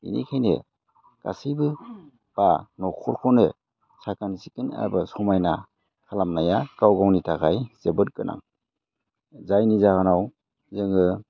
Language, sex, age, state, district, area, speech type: Bodo, male, 45-60, Assam, Udalguri, urban, spontaneous